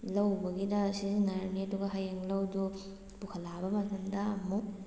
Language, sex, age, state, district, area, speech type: Manipuri, female, 18-30, Manipur, Kakching, rural, spontaneous